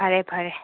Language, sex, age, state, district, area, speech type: Manipuri, female, 18-30, Manipur, Chandel, rural, conversation